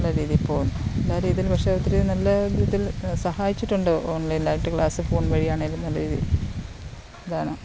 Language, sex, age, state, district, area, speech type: Malayalam, female, 30-45, Kerala, Alappuzha, rural, spontaneous